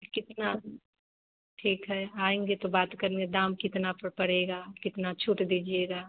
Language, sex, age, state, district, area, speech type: Hindi, female, 30-45, Bihar, Samastipur, rural, conversation